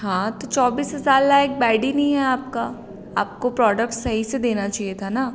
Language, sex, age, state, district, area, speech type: Hindi, female, 18-30, Madhya Pradesh, Hoshangabad, rural, spontaneous